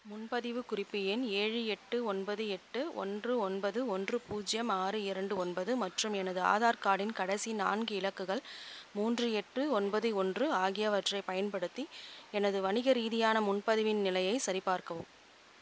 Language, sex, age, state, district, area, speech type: Tamil, female, 45-60, Tamil Nadu, Chengalpattu, rural, read